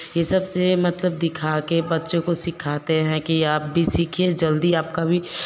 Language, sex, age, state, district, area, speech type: Hindi, female, 30-45, Bihar, Vaishali, urban, spontaneous